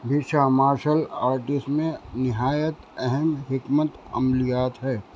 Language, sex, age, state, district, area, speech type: Urdu, male, 60+, Uttar Pradesh, Rampur, urban, spontaneous